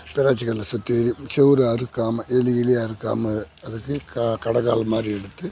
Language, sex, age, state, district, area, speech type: Tamil, male, 60+, Tamil Nadu, Kallakurichi, urban, spontaneous